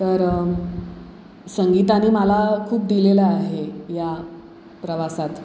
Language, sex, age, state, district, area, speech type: Marathi, female, 30-45, Maharashtra, Pune, urban, spontaneous